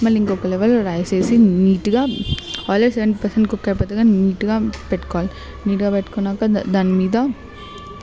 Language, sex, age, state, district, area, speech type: Telugu, female, 18-30, Telangana, Medchal, urban, spontaneous